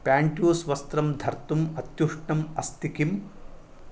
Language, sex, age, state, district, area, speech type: Sanskrit, male, 30-45, Telangana, Nizamabad, urban, read